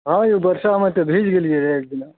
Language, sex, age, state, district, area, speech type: Maithili, male, 30-45, Bihar, Supaul, rural, conversation